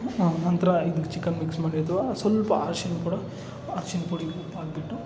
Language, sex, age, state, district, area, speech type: Kannada, male, 45-60, Karnataka, Kolar, rural, spontaneous